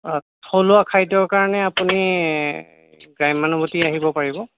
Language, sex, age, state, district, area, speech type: Assamese, male, 30-45, Assam, Lakhimpur, urban, conversation